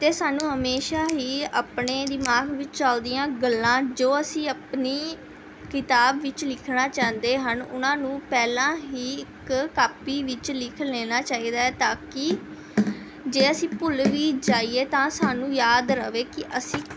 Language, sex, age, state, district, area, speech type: Punjabi, female, 18-30, Punjab, Rupnagar, rural, spontaneous